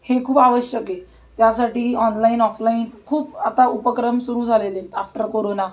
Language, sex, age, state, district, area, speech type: Marathi, female, 30-45, Maharashtra, Pune, urban, spontaneous